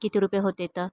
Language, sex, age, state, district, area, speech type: Marathi, female, 30-45, Maharashtra, Nagpur, rural, spontaneous